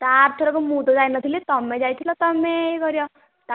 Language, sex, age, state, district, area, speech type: Odia, female, 18-30, Odisha, Nayagarh, rural, conversation